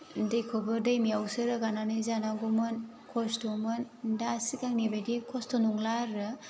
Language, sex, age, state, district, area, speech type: Bodo, female, 30-45, Assam, Chirang, rural, spontaneous